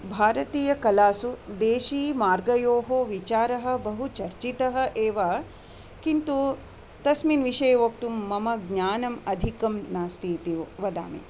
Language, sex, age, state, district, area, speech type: Sanskrit, female, 45-60, Karnataka, Shimoga, urban, spontaneous